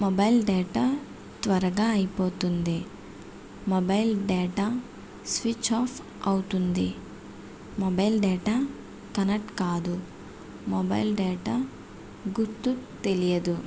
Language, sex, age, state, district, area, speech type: Telugu, female, 30-45, Andhra Pradesh, West Godavari, rural, spontaneous